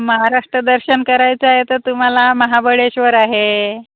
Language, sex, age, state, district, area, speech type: Marathi, female, 45-60, Maharashtra, Nagpur, rural, conversation